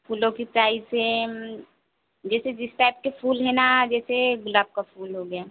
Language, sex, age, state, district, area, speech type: Hindi, female, 18-30, Madhya Pradesh, Harda, urban, conversation